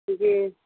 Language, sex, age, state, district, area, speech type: Urdu, female, 60+, Bihar, Khagaria, rural, conversation